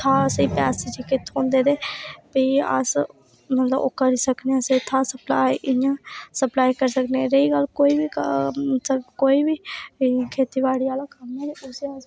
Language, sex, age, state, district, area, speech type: Dogri, female, 18-30, Jammu and Kashmir, Reasi, rural, spontaneous